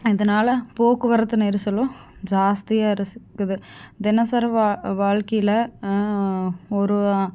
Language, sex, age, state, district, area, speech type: Tamil, female, 30-45, Tamil Nadu, Tiruppur, rural, spontaneous